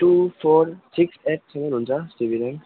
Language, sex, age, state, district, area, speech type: Nepali, male, 18-30, West Bengal, Alipurduar, rural, conversation